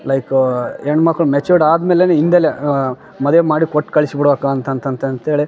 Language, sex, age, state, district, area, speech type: Kannada, male, 18-30, Karnataka, Bellary, rural, spontaneous